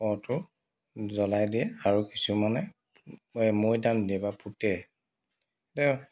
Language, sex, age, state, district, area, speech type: Assamese, male, 45-60, Assam, Dibrugarh, rural, spontaneous